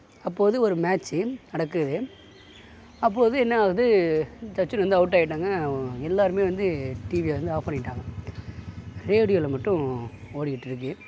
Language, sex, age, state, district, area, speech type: Tamil, male, 60+, Tamil Nadu, Mayiladuthurai, rural, spontaneous